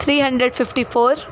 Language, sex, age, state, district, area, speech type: Hindi, female, 30-45, Uttar Pradesh, Sonbhadra, rural, spontaneous